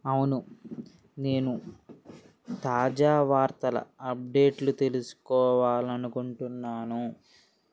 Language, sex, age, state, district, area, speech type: Telugu, male, 18-30, Andhra Pradesh, Srikakulam, urban, read